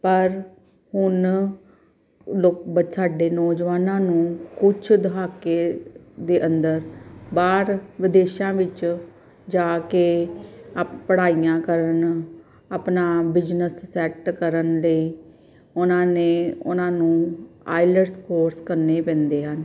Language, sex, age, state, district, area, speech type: Punjabi, female, 45-60, Punjab, Gurdaspur, urban, spontaneous